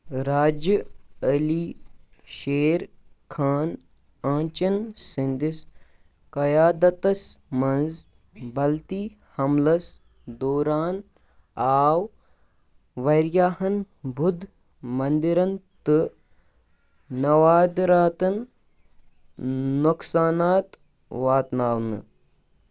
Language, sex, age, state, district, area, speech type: Kashmiri, male, 18-30, Jammu and Kashmir, Kupwara, rural, read